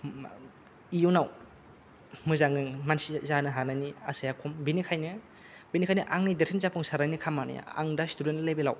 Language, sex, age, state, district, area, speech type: Bodo, male, 18-30, Assam, Kokrajhar, rural, spontaneous